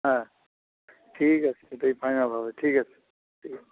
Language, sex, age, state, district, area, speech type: Bengali, male, 60+, West Bengal, South 24 Parganas, urban, conversation